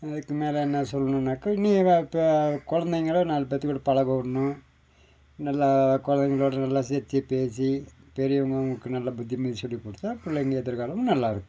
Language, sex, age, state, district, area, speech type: Tamil, male, 45-60, Tamil Nadu, Nilgiris, rural, spontaneous